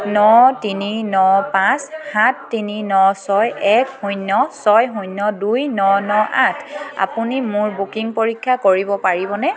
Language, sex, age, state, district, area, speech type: Assamese, female, 18-30, Assam, Sivasagar, rural, read